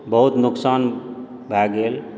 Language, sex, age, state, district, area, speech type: Maithili, male, 45-60, Bihar, Supaul, urban, spontaneous